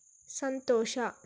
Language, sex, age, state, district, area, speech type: Kannada, female, 18-30, Karnataka, Tumkur, urban, read